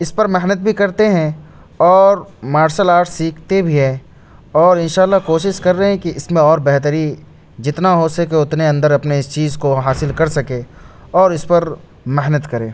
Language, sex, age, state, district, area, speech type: Urdu, male, 30-45, Uttar Pradesh, Lucknow, rural, spontaneous